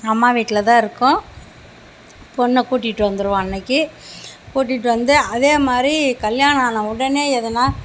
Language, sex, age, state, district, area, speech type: Tamil, female, 60+, Tamil Nadu, Mayiladuthurai, rural, spontaneous